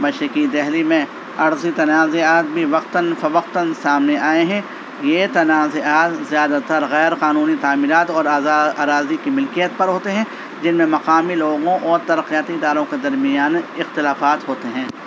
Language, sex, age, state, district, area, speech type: Urdu, male, 45-60, Delhi, East Delhi, urban, spontaneous